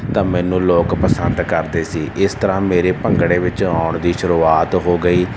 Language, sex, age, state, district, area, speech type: Punjabi, male, 30-45, Punjab, Barnala, rural, spontaneous